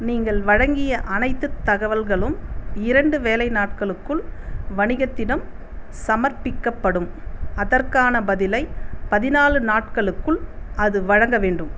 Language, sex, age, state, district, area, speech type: Tamil, female, 45-60, Tamil Nadu, Viluppuram, urban, read